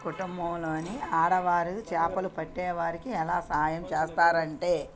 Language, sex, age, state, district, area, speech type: Telugu, female, 60+, Andhra Pradesh, Bapatla, urban, spontaneous